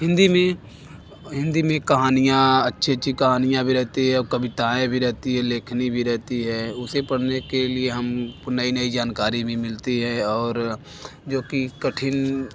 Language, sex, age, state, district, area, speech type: Hindi, male, 18-30, Uttar Pradesh, Bhadohi, rural, spontaneous